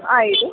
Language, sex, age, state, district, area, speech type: Kannada, female, 18-30, Karnataka, Hassan, urban, conversation